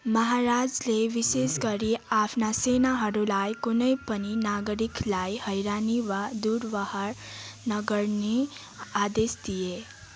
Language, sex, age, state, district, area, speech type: Nepali, female, 18-30, West Bengal, Kalimpong, rural, read